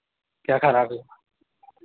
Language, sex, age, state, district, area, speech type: Hindi, male, 18-30, Madhya Pradesh, Harda, urban, conversation